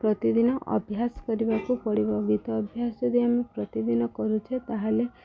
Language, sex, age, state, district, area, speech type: Odia, female, 45-60, Odisha, Subarnapur, urban, spontaneous